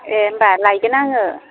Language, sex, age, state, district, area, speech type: Bodo, female, 18-30, Assam, Chirang, urban, conversation